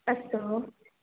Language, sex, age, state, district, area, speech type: Sanskrit, female, 18-30, Karnataka, Dakshina Kannada, rural, conversation